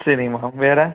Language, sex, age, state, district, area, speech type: Tamil, male, 30-45, Tamil Nadu, Pudukkottai, rural, conversation